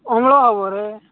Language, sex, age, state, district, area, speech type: Odia, male, 45-60, Odisha, Nabarangpur, rural, conversation